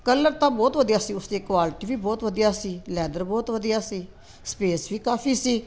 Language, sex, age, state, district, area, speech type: Punjabi, female, 60+, Punjab, Tarn Taran, urban, spontaneous